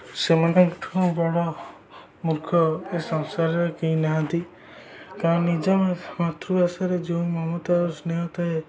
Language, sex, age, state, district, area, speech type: Odia, male, 18-30, Odisha, Jagatsinghpur, rural, spontaneous